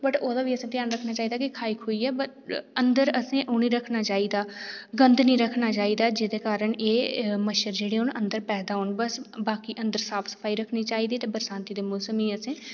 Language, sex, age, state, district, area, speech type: Dogri, female, 18-30, Jammu and Kashmir, Reasi, rural, spontaneous